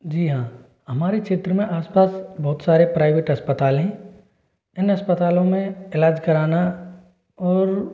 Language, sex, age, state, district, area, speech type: Hindi, male, 45-60, Rajasthan, Jaipur, urban, spontaneous